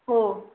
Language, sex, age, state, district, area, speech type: Marathi, female, 18-30, Maharashtra, Wardha, rural, conversation